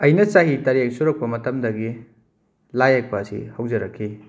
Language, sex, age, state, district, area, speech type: Manipuri, male, 30-45, Manipur, Kakching, rural, spontaneous